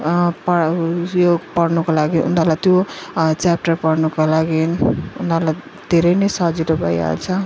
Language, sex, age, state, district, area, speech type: Nepali, female, 30-45, West Bengal, Jalpaiguri, rural, spontaneous